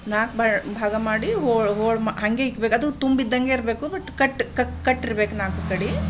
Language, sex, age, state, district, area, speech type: Kannada, female, 45-60, Karnataka, Bidar, urban, spontaneous